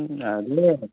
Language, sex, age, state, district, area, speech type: Telugu, male, 45-60, Andhra Pradesh, Eluru, urban, conversation